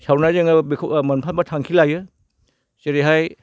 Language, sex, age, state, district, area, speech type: Bodo, male, 60+, Assam, Baksa, rural, spontaneous